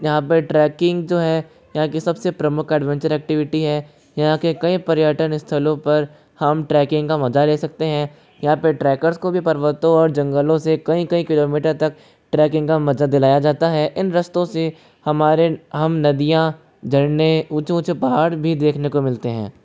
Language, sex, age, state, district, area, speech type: Hindi, male, 18-30, Rajasthan, Jaipur, urban, spontaneous